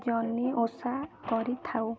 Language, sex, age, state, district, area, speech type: Odia, female, 18-30, Odisha, Ganjam, urban, spontaneous